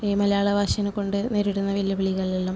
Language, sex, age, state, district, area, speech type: Malayalam, female, 18-30, Kerala, Kasaragod, urban, spontaneous